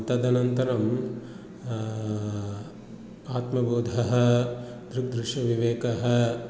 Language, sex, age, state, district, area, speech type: Sanskrit, male, 45-60, Kerala, Palakkad, urban, spontaneous